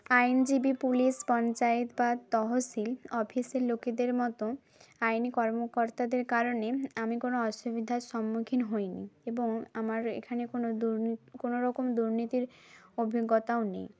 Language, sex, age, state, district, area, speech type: Bengali, female, 18-30, West Bengal, Bankura, rural, spontaneous